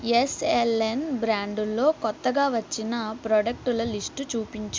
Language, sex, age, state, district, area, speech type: Telugu, female, 60+, Andhra Pradesh, Kakinada, rural, read